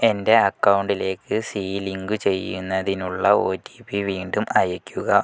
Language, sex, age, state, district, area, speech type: Malayalam, male, 45-60, Kerala, Kozhikode, urban, read